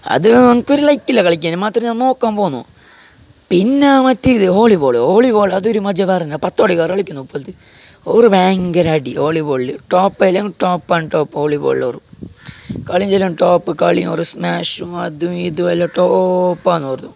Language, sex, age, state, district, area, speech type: Malayalam, male, 18-30, Kerala, Kasaragod, urban, spontaneous